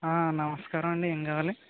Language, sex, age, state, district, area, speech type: Telugu, male, 18-30, Andhra Pradesh, West Godavari, rural, conversation